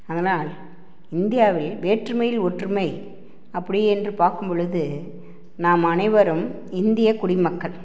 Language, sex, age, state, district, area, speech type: Tamil, female, 60+, Tamil Nadu, Namakkal, rural, spontaneous